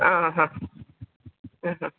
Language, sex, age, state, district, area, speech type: Malayalam, female, 45-60, Kerala, Alappuzha, rural, conversation